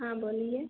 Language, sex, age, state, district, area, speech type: Hindi, female, 30-45, Bihar, Begusarai, urban, conversation